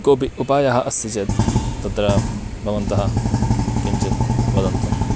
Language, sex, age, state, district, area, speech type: Sanskrit, male, 18-30, Karnataka, Uttara Kannada, rural, spontaneous